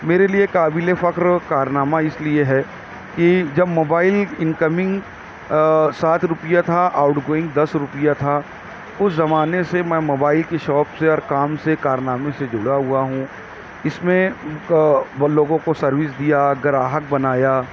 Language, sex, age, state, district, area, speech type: Urdu, male, 30-45, Maharashtra, Nashik, urban, spontaneous